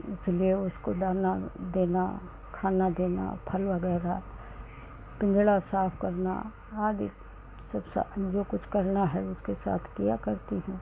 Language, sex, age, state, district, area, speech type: Hindi, female, 60+, Uttar Pradesh, Hardoi, rural, spontaneous